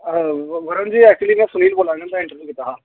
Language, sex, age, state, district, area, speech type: Dogri, male, 18-30, Jammu and Kashmir, Jammu, urban, conversation